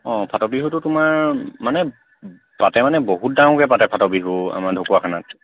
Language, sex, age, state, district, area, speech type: Assamese, male, 18-30, Assam, Lakhimpur, rural, conversation